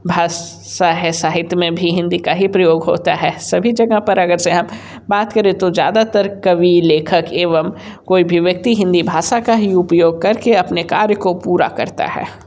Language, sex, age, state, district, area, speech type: Hindi, male, 18-30, Uttar Pradesh, Sonbhadra, rural, spontaneous